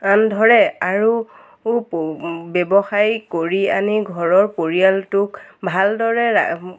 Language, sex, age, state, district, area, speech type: Assamese, female, 30-45, Assam, Biswanath, rural, spontaneous